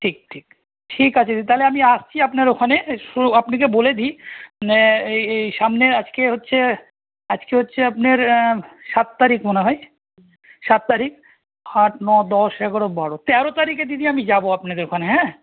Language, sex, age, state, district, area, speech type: Bengali, male, 45-60, West Bengal, Malda, rural, conversation